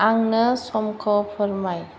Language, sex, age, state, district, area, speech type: Bodo, female, 45-60, Assam, Chirang, urban, read